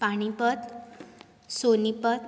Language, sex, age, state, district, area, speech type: Goan Konkani, female, 18-30, Goa, Bardez, urban, spontaneous